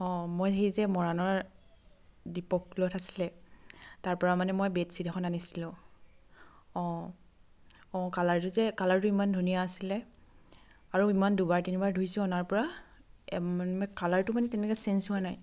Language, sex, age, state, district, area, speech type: Assamese, female, 30-45, Assam, Charaideo, rural, spontaneous